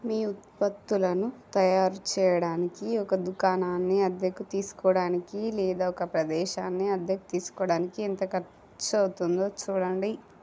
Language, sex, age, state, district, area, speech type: Telugu, female, 18-30, Andhra Pradesh, Srikakulam, urban, read